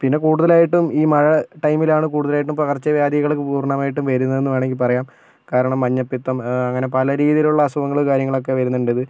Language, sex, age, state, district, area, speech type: Malayalam, male, 18-30, Kerala, Kozhikode, urban, spontaneous